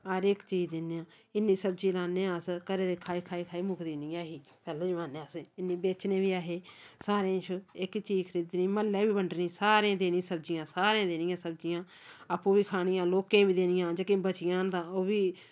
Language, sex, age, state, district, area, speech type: Dogri, female, 45-60, Jammu and Kashmir, Samba, rural, spontaneous